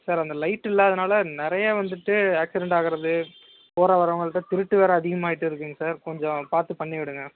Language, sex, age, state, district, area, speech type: Tamil, male, 30-45, Tamil Nadu, Ariyalur, rural, conversation